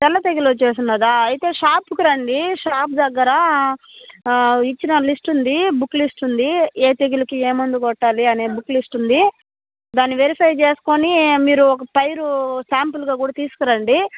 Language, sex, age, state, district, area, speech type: Telugu, female, 30-45, Andhra Pradesh, Nellore, rural, conversation